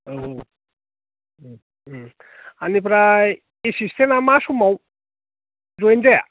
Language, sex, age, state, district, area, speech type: Bodo, male, 45-60, Assam, Kokrajhar, rural, conversation